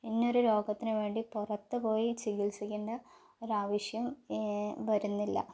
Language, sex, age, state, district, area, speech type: Malayalam, female, 18-30, Kerala, Palakkad, urban, spontaneous